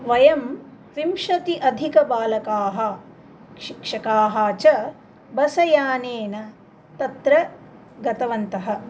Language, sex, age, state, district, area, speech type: Sanskrit, female, 45-60, Andhra Pradesh, Nellore, urban, spontaneous